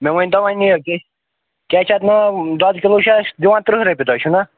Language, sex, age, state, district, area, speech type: Kashmiri, male, 18-30, Jammu and Kashmir, Srinagar, urban, conversation